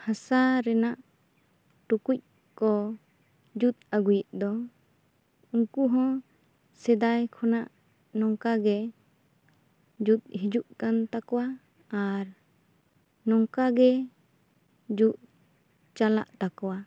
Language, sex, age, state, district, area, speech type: Santali, female, 18-30, West Bengal, Bankura, rural, spontaneous